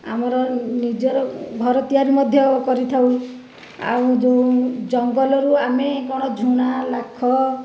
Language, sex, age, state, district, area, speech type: Odia, female, 30-45, Odisha, Khordha, rural, spontaneous